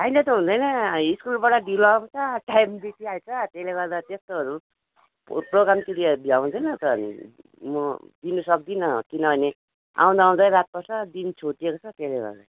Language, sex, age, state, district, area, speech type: Nepali, female, 45-60, West Bengal, Darjeeling, rural, conversation